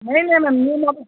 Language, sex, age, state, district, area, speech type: Hindi, male, 18-30, Uttar Pradesh, Ghazipur, urban, conversation